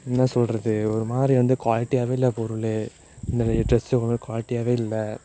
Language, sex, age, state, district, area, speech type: Tamil, male, 30-45, Tamil Nadu, Mayiladuthurai, urban, spontaneous